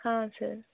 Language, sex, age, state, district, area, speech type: Kannada, female, 18-30, Karnataka, Chikkaballapur, rural, conversation